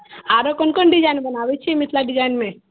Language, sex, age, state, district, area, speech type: Maithili, female, 45-60, Bihar, Sitamarhi, rural, conversation